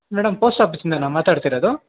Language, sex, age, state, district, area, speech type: Kannada, male, 60+, Karnataka, Kolar, rural, conversation